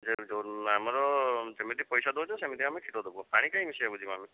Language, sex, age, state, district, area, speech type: Odia, male, 45-60, Odisha, Jajpur, rural, conversation